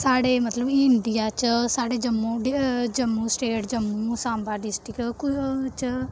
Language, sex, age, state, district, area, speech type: Dogri, female, 18-30, Jammu and Kashmir, Samba, rural, spontaneous